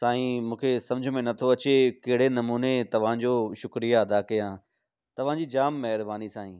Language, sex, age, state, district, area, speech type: Sindhi, male, 30-45, Delhi, South Delhi, urban, spontaneous